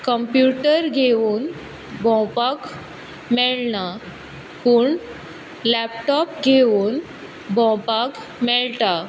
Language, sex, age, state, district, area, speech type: Goan Konkani, female, 18-30, Goa, Quepem, rural, spontaneous